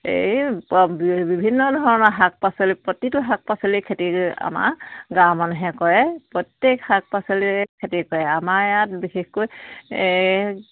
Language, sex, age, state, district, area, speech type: Assamese, female, 45-60, Assam, Charaideo, rural, conversation